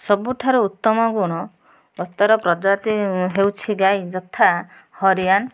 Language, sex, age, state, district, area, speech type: Odia, female, 30-45, Odisha, Nayagarh, rural, spontaneous